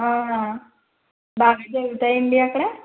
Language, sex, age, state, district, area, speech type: Telugu, female, 60+, Andhra Pradesh, East Godavari, rural, conversation